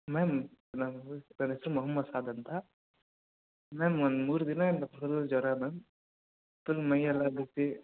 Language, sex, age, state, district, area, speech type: Kannada, male, 18-30, Karnataka, Bangalore Urban, urban, conversation